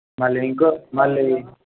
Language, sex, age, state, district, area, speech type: Telugu, male, 18-30, Telangana, Peddapalli, urban, conversation